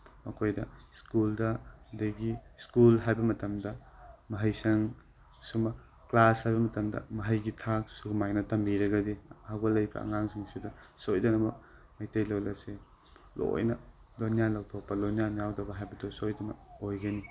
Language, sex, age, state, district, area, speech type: Manipuri, male, 18-30, Manipur, Tengnoupal, urban, spontaneous